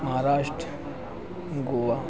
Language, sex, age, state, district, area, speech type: Hindi, male, 18-30, Madhya Pradesh, Harda, urban, spontaneous